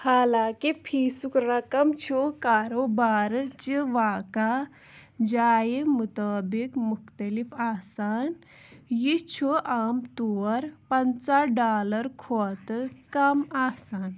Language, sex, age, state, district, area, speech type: Kashmiri, female, 18-30, Jammu and Kashmir, Pulwama, rural, read